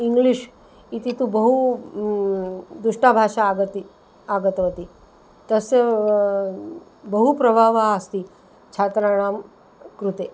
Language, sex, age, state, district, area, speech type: Sanskrit, female, 60+, Maharashtra, Nagpur, urban, spontaneous